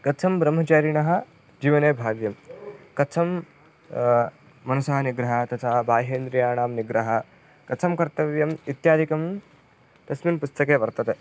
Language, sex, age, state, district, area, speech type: Sanskrit, male, 18-30, Karnataka, Vijayapura, rural, spontaneous